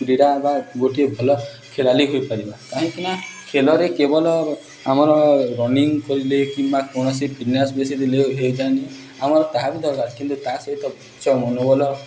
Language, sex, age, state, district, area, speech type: Odia, male, 18-30, Odisha, Nuapada, urban, spontaneous